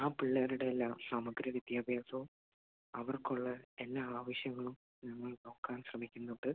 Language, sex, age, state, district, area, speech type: Malayalam, male, 18-30, Kerala, Idukki, rural, conversation